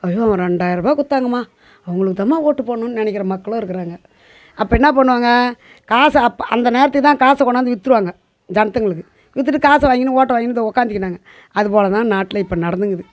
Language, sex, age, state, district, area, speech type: Tamil, female, 60+, Tamil Nadu, Tiruvannamalai, rural, spontaneous